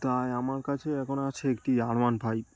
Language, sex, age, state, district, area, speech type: Bengali, male, 18-30, West Bengal, Darjeeling, urban, spontaneous